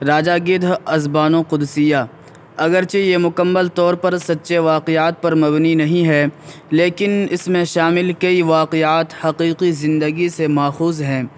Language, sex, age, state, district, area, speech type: Urdu, male, 18-30, Uttar Pradesh, Saharanpur, urban, spontaneous